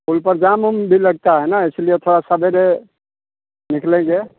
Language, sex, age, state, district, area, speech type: Hindi, male, 60+, Bihar, Samastipur, urban, conversation